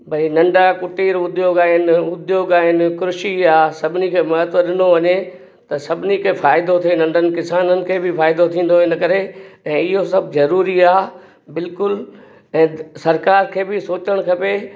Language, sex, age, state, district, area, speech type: Sindhi, male, 60+, Gujarat, Kutch, rural, spontaneous